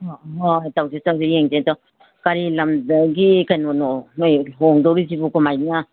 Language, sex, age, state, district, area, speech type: Manipuri, female, 60+, Manipur, Imphal East, urban, conversation